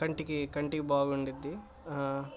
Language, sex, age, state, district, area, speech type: Telugu, male, 18-30, Andhra Pradesh, Bapatla, urban, spontaneous